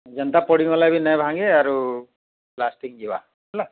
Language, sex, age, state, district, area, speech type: Odia, male, 45-60, Odisha, Bargarh, urban, conversation